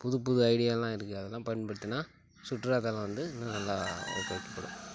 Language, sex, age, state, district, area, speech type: Tamil, male, 30-45, Tamil Nadu, Tiruchirappalli, rural, spontaneous